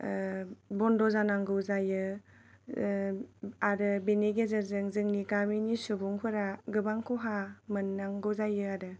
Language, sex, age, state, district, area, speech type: Bodo, female, 18-30, Assam, Kokrajhar, rural, spontaneous